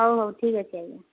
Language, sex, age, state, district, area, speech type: Odia, female, 30-45, Odisha, Sambalpur, rural, conversation